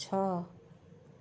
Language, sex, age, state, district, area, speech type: Odia, female, 45-60, Odisha, Cuttack, urban, read